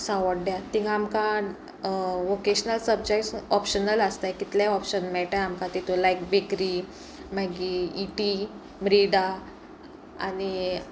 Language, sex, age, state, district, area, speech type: Goan Konkani, female, 18-30, Goa, Sanguem, rural, spontaneous